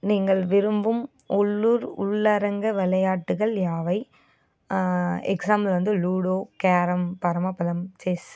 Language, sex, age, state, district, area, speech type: Tamil, female, 18-30, Tamil Nadu, Coimbatore, rural, spontaneous